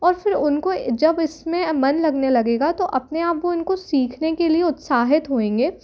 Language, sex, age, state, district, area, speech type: Hindi, female, 18-30, Madhya Pradesh, Jabalpur, urban, spontaneous